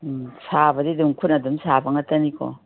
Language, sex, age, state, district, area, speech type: Manipuri, female, 60+, Manipur, Kangpokpi, urban, conversation